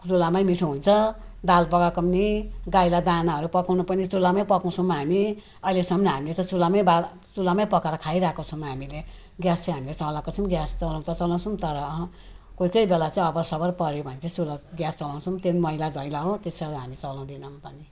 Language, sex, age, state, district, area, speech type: Nepali, female, 60+, West Bengal, Jalpaiguri, rural, spontaneous